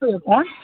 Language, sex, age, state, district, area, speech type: Urdu, male, 30-45, Uttar Pradesh, Shahjahanpur, rural, conversation